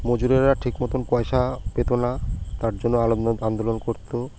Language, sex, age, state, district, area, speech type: Bengali, male, 45-60, West Bengal, Birbhum, urban, spontaneous